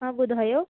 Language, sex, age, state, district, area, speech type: Sindhi, female, 18-30, Delhi, South Delhi, urban, conversation